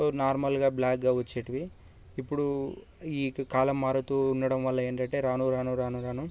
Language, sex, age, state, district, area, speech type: Telugu, male, 18-30, Telangana, Sangareddy, urban, spontaneous